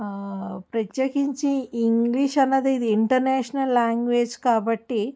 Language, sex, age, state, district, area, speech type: Telugu, female, 45-60, Andhra Pradesh, Alluri Sitarama Raju, rural, spontaneous